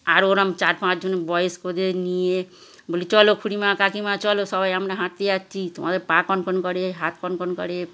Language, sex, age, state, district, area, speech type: Bengali, female, 60+, West Bengal, Darjeeling, rural, spontaneous